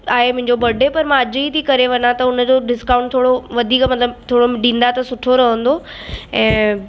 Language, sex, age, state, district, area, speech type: Sindhi, female, 18-30, Maharashtra, Mumbai Suburban, urban, spontaneous